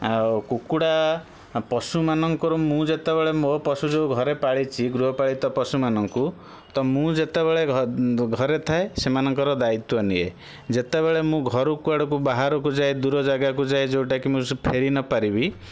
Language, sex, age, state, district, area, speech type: Odia, male, 30-45, Odisha, Bhadrak, rural, spontaneous